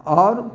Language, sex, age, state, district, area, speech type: Maithili, male, 60+, Bihar, Samastipur, urban, spontaneous